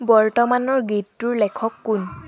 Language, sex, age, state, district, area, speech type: Assamese, female, 18-30, Assam, Sivasagar, rural, read